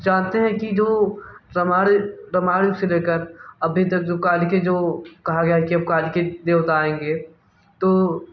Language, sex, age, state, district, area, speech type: Hindi, male, 18-30, Uttar Pradesh, Mirzapur, urban, spontaneous